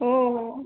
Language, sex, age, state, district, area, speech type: Marathi, female, 45-60, Maharashtra, Nanded, urban, conversation